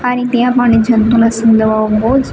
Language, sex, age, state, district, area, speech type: Gujarati, female, 18-30, Gujarat, Narmada, rural, spontaneous